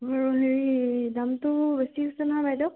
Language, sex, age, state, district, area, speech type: Assamese, female, 18-30, Assam, Golaghat, urban, conversation